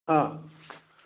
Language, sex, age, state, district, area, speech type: Manipuri, male, 60+, Manipur, Churachandpur, urban, conversation